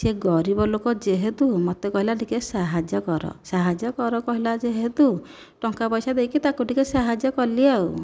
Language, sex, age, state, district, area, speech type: Odia, female, 45-60, Odisha, Nayagarh, rural, spontaneous